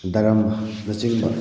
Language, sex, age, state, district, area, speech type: Manipuri, male, 18-30, Manipur, Kakching, rural, spontaneous